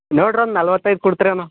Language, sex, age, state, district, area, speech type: Kannada, male, 18-30, Karnataka, Bidar, urban, conversation